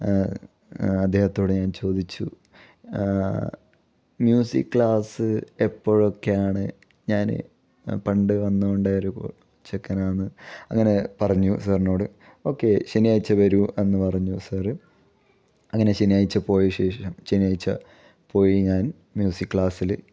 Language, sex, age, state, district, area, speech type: Malayalam, male, 18-30, Kerala, Kasaragod, rural, spontaneous